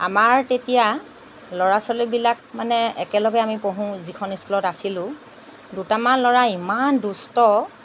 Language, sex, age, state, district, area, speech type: Assamese, female, 45-60, Assam, Lakhimpur, rural, spontaneous